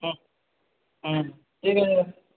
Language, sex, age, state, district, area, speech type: Bengali, male, 30-45, West Bengal, Paschim Bardhaman, urban, conversation